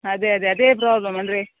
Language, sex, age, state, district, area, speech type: Kannada, female, 30-45, Karnataka, Dakshina Kannada, rural, conversation